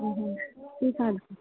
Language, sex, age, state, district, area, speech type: Odia, female, 45-60, Odisha, Sundergarh, rural, conversation